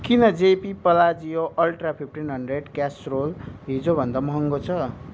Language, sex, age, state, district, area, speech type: Nepali, male, 18-30, West Bengal, Darjeeling, rural, read